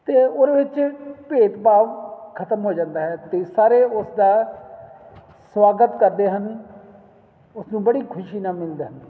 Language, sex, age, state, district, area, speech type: Punjabi, male, 45-60, Punjab, Jalandhar, urban, spontaneous